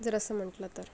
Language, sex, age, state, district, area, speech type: Marathi, female, 45-60, Maharashtra, Akola, rural, spontaneous